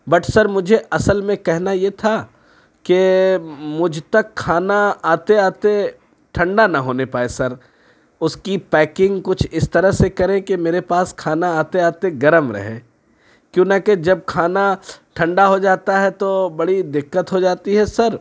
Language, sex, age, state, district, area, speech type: Urdu, male, 45-60, Uttar Pradesh, Lucknow, urban, spontaneous